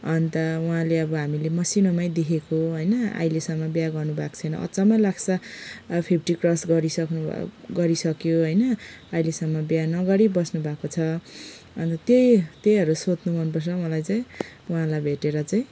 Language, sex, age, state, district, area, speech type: Nepali, female, 30-45, West Bengal, Kalimpong, rural, spontaneous